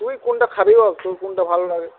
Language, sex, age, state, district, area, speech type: Bengali, male, 30-45, West Bengal, Jhargram, rural, conversation